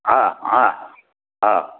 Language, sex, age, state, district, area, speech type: Tamil, male, 60+, Tamil Nadu, Krishnagiri, rural, conversation